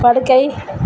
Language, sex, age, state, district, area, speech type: Tamil, female, 30-45, Tamil Nadu, Tiruvannamalai, rural, read